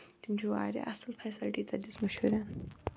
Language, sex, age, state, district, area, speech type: Kashmiri, female, 45-60, Jammu and Kashmir, Ganderbal, rural, spontaneous